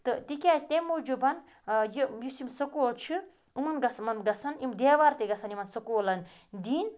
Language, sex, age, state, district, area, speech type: Kashmiri, female, 30-45, Jammu and Kashmir, Budgam, rural, spontaneous